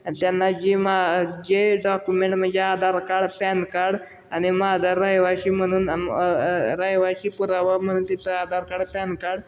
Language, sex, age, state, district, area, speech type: Marathi, male, 18-30, Maharashtra, Osmanabad, rural, spontaneous